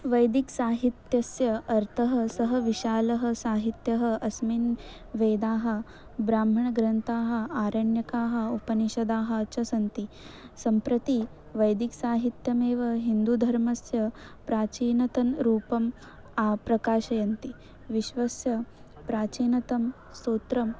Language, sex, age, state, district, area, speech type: Sanskrit, female, 18-30, Maharashtra, Wardha, urban, spontaneous